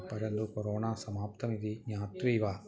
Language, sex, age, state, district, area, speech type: Sanskrit, male, 45-60, Kerala, Thrissur, urban, spontaneous